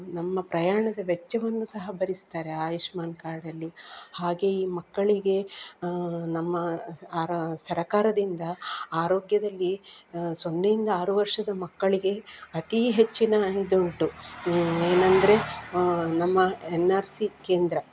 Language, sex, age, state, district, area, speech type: Kannada, female, 45-60, Karnataka, Udupi, rural, spontaneous